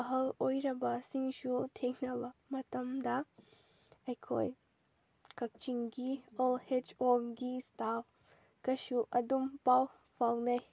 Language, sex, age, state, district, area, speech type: Manipuri, female, 18-30, Manipur, Kakching, rural, spontaneous